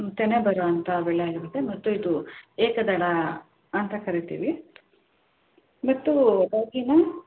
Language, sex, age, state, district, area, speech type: Kannada, female, 18-30, Karnataka, Kolar, rural, conversation